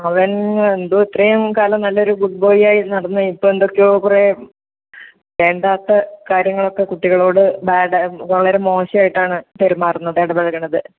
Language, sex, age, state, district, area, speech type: Malayalam, female, 45-60, Kerala, Malappuram, rural, conversation